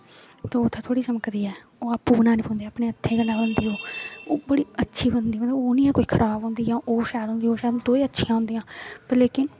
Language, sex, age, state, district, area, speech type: Dogri, female, 18-30, Jammu and Kashmir, Jammu, rural, spontaneous